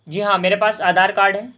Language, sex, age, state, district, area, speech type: Urdu, male, 18-30, Bihar, Saharsa, rural, spontaneous